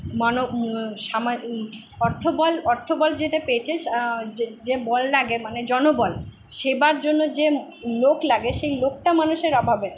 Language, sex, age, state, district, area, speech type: Bengali, female, 60+, West Bengal, Purba Bardhaman, urban, spontaneous